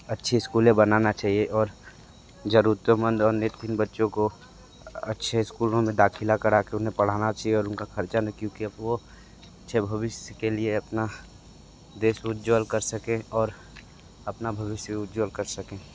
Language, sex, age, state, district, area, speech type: Hindi, male, 18-30, Uttar Pradesh, Sonbhadra, rural, spontaneous